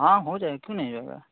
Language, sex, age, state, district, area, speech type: Hindi, male, 18-30, Uttar Pradesh, Varanasi, rural, conversation